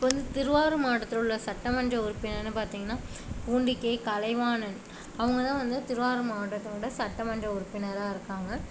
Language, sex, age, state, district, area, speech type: Tamil, female, 45-60, Tamil Nadu, Tiruvarur, urban, spontaneous